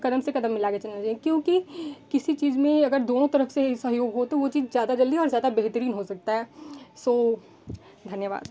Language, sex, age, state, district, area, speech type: Hindi, female, 18-30, Uttar Pradesh, Chandauli, rural, spontaneous